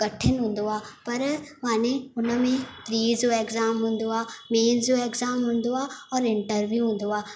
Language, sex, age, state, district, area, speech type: Sindhi, female, 18-30, Madhya Pradesh, Katni, rural, spontaneous